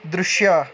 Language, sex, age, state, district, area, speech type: Kannada, male, 60+, Karnataka, Tumkur, rural, read